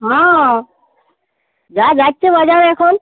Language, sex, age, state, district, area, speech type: Bengali, female, 45-60, West Bengal, Uttar Dinajpur, urban, conversation